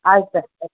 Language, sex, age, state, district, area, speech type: Kannada, female, 60+, Karnataka, Gulbarga, urban, conversation